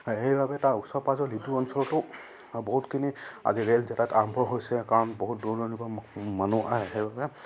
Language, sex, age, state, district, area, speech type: Assamese, male, 30-45, Assam, Charaideo, rural, spontaneous